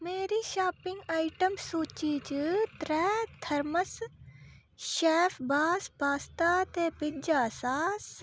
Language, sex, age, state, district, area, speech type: Dogri, female, 45-60, Jammu and Kashmir, Reasi, rural, read